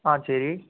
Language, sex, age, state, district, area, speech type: Tamil, male, 18-30, Tamil Nadu, Nagapattinam, rural, conversation